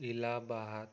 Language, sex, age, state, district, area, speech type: Marathi, male, 18-30, Maharashtra, Amravati, urban, spontaneous